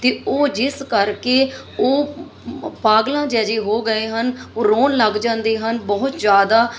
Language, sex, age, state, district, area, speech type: Punjabi, female, 30-45, Punjab, Mansa, urban, spontaneous